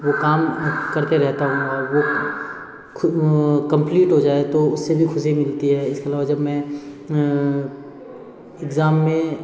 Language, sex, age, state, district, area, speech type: Hindi, male, 30-45, Bihar, Darbhanga, rural, spontaneous